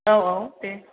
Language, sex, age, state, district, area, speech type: Bodo, female, 45-60, Assam, Kokrajhar, rural, conversation